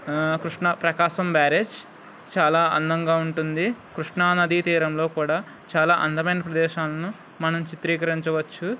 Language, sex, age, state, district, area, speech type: Telugu, male, 30-45, Andhra Pradesh, Anakapalli, rural, spontaneous